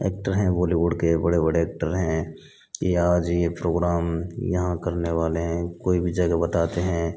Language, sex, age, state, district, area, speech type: Hindi, male, 18-30, Rajasthan, Bharatpur, rural, spontaneous